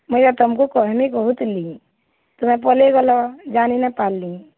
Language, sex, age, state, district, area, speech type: Odia, female, 30-45, Odisha, Bargarh, urban, conversation